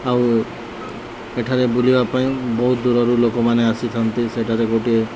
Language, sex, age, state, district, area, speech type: Odia, male, 30-45, Odisha, Nuapada, urban, spontaneous